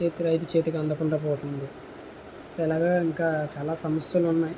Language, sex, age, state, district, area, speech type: Telugu, male, 60+, Andhra Pradesh, Vizianagaram, rural, spontaneous